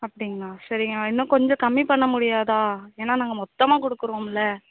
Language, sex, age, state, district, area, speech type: Tamil, female, 18-30, Tamil Nadu, Mayiladuthurai, rural, conversation